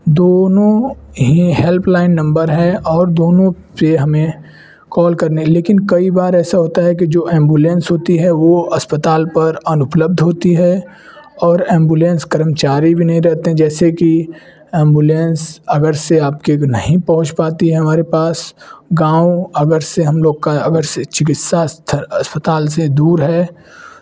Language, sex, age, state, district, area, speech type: Hindi, male, 18-30, Uttar Pradesh, Varanasi, rural, spontaneous